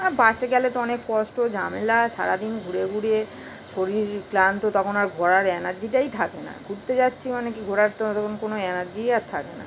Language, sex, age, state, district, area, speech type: Bengali, female, 30-45, West Bengal, Kolkata, urban, spontaneous